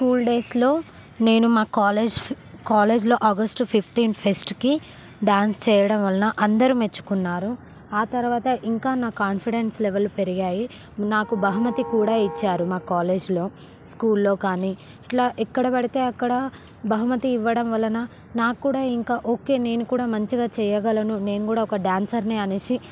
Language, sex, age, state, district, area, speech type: Telugu, female, 18-30, Telangana, Hyderabad, urban, spontaneous